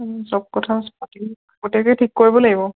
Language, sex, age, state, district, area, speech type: Assamese, female, 30-45, Assam, Lakhimpur, rural, conversation